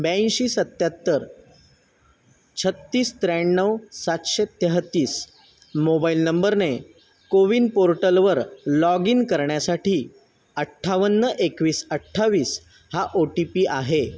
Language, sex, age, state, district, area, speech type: Marathi, male, 30-45, Maharashtra, Sindhudurg, rural, read